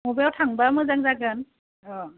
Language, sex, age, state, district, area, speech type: Bodo, female, 18-30, Assam, Udalguri, urban, conversation